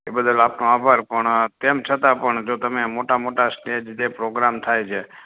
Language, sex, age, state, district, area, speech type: Gujarati, male, 60+, Gujarat, Morbi, rural, conversation